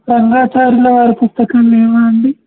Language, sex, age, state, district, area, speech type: Telugu, male, 18-30, Telangana, Mancherial, rural, conversation